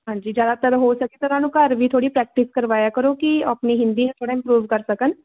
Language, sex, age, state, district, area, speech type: Punjabi, female, 18-30, Punjab, Shaheed Bhagat Singh Nagar, urban, conversation